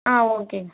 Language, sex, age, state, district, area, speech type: Tamil, female, 18-30, Tamil Nadu, Kallakurichi, urban, conversation